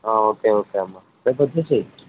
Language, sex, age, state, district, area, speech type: Telugu, male, 30-45, Andhra Pradesh, Srikakulam, urban, conversation